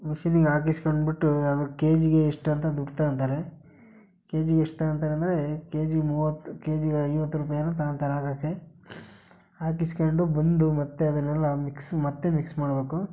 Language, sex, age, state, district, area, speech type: Kannada, male, 18-30, Karnataka, Chitradurga, rural, spontaneous